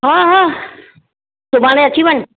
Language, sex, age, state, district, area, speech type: Sindhi, female, 60+, Maharashtra, Mumbai Suburban, urban, conversation